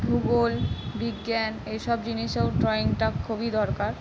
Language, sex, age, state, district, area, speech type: Bengali, female, 18-30, West Bengal, Howrah, urban, spontaneous